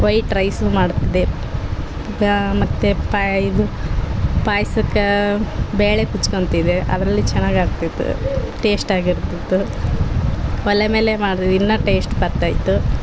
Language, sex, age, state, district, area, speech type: Kannada, female, 30-45, Karnataka, Vijayanagara, rural, spontaneous